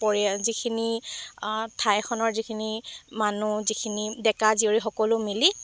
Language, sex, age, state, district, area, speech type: Assamese, female, 18-30, Assam, Dibrugarh, rural, spontaneous